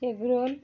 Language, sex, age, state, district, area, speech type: Bengali, female, 30-45, West Bengal, Birbhum, urban, spontaneous